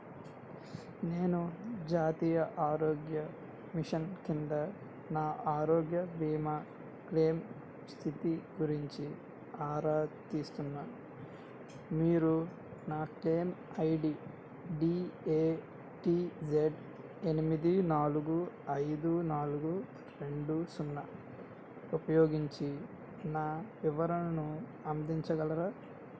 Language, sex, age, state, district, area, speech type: Telugu, male, 18-30, Andhra Pradesh, N T Rama Rao, urban, read